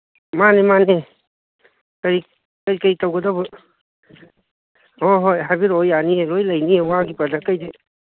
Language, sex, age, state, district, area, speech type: Manipuri, male, 45-60, Manipur, Kangpokpi, urban, conversation